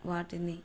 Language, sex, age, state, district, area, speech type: Telugu, female, 30-45, Andhra Pradesh, Kurnool, rural, spontaneous